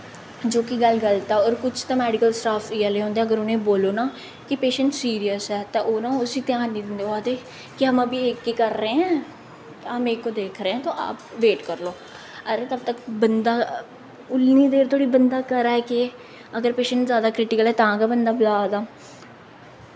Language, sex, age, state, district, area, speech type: Dogri, female, 18-30, Jammu and Kashmir, Jammu, urban, spontaneous